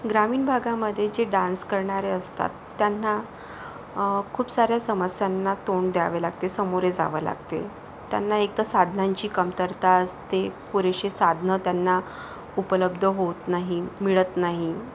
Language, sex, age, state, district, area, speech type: Marathi, female, 45-60, Maharashtra, Yavatmal, urban, spontaneous